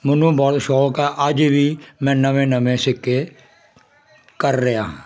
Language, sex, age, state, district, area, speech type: Punjabi, male, 60+, Punjab, Jalandhar, rural, spontaneous